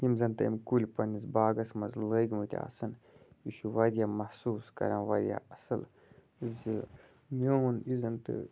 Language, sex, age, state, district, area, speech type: Kashmiri, male, 18-30, Jammu and Kashmir, Budgam, rural, spontaneous